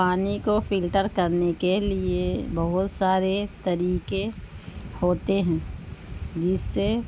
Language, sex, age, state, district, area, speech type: Urdu, female, 45-60, Bihar, Gaya, urban, spontaneous